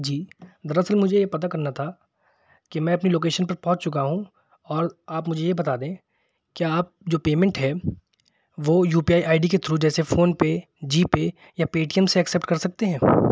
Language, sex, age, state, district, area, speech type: Urdu, male, 18-30, Uttar Pradesh, Shahjahanpur, urban, spontaneous